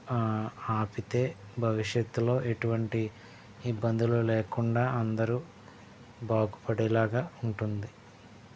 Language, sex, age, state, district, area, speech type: Telugu, male, 18-30, Andhra Pradesh, East Godavari, rural, spontaneous